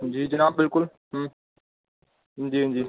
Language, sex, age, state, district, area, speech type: Dogri, male, 18-30, Jammu and Kashmir, Udhampur, rural, conversation